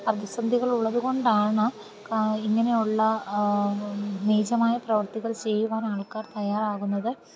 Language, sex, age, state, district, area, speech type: Malayalam, female, 30-45, Kerala, Thiruvananthapuram, rural, spontaneous